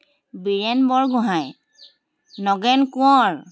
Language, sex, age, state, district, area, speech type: Assamese, female, 45-60, Assam, Charaideo, urban, spontaneous